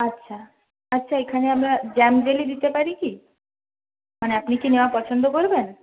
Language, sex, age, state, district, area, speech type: Bengali, female, 30-45, West Bengal, Purulia, rural, conversation